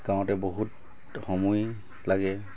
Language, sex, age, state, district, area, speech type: Assamese, male, 45-60, Assam, Tinsukia, rural, spontaneous